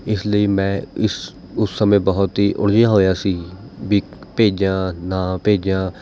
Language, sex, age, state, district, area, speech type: Punjabi, male, 30-45, Punjab, Mohali, urban, spontaneous